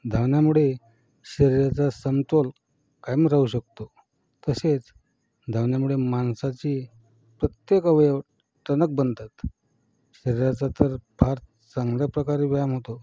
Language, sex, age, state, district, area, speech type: Marathi, male, 45-60, Maharashtra, Yavatmal, rural, spontaneous